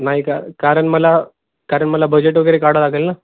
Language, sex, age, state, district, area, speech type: Marathi, male, 30-45, Maharashtra, Nanded, rural, conversation